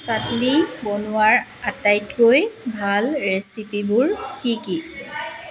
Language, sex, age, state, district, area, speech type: Assamese, female, 45-60, Assam, Dibrugarh, rural, read